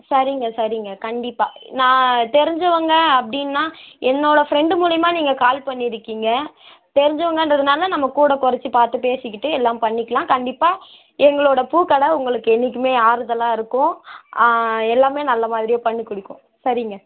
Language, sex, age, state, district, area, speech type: Tamil, female, 18-30, Tamil Nadu, Ranipet, rural, conversation